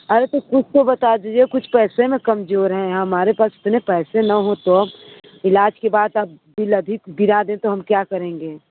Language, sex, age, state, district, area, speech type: Hindi, female, 30-45, Uttar Pradesh, Mirzapur, rural, conversation